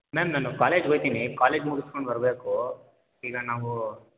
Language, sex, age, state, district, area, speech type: Kannada, male, 18-30, Karnataka, Mysore, urban, conversation